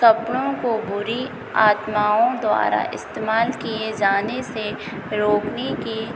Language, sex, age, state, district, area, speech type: Hindi, female, 30-45, Madhya Pradesh, Hoshangabad, rural, spontaneous